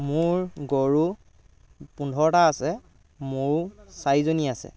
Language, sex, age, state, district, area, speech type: Assamese, male, 45-60, Assam, Dhemaji, rural, spontaneous